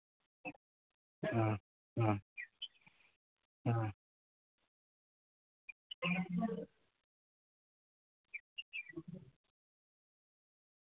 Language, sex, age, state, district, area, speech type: Santali, male, 30-45, West Bengal, Paschim Bardhaman, urban, conversation